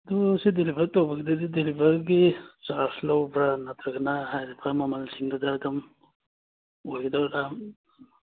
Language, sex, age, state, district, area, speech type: Manipuri, male, 30-45, Manipur, Churachandpur, rural, conversation